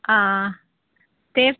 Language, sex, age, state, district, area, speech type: Dogri, female, 18-30, Jammu and Kashmir, Udhampur, rural, conversation